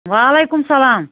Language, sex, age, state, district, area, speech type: Kashmiri, female, 30-45, Jammu and Kashmir, Budgam, rural, conversation